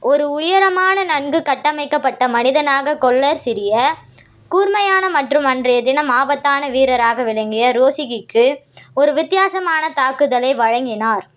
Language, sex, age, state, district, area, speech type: Tamil, female, 18-30, Tamil Nadu, Vellore, urban, read